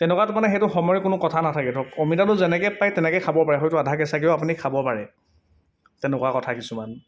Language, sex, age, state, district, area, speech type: Assamese, male, 18-30, Assam, Sivasagar, rural, spontaneous